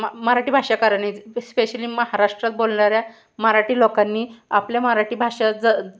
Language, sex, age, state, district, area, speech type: Marathi, female, 18-30, Maharashtra, Satara, urban, spontaneous